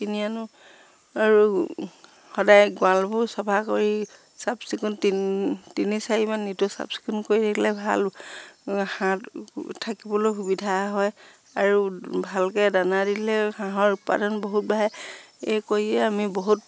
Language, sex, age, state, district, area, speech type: Assamese, female, 45-60, Assam, Sivasagar, rural, spontaneous